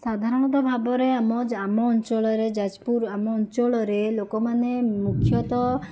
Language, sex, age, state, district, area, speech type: Odia, female, 18-30, Odisha, Jajpur, rural, spontaneous